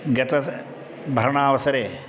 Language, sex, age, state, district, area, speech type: Sanskrit, male, 60+, Tamil Nadu, Tiruchirappalli, urban, spontaneous